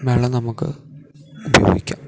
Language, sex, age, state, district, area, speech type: Malayalam, male, 18-30, Kerala, Idukki, rural, spontaneous